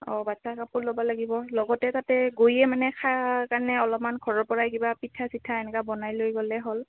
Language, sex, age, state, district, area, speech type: Assamese, female, 18-30, Assam, Goalpara, rural, conversation